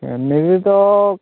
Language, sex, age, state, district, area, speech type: Odia, male, 30-45, Odisha, Balasore, rural, conversation